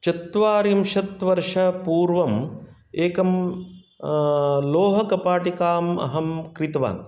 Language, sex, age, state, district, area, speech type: Sanskrit, male, 60+, Karnataka, Shimoga, urban, spontaneous